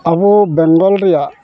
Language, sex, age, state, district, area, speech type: Santali, male, 60+, West Bengal, Malda, rural, spontaneous